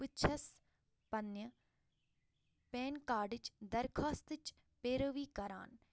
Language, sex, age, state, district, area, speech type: Kashmiri, female, 18-30, Jammu and Kashmir, Ganderbal, rural, read